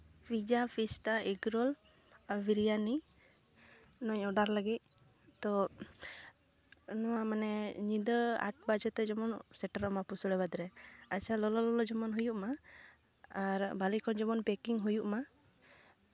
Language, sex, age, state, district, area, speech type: Santali, female, 18-30, West Bengal, Purulia, rural, spontaneous